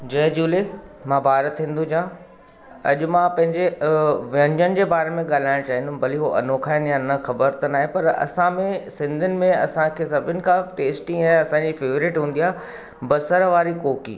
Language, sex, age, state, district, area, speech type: Sindhi, male, 45-60, Maharashtra, Mumbai Suburban, urban, spontaneous